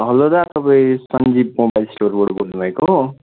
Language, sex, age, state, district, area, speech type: Nepali, male, 45-60, West Bengal, Darjeeling, rural, conversation